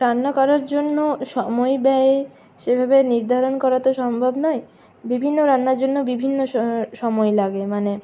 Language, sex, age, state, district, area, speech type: Bengali, female, 60+, West Bengal, Purulia, urban, spontaneous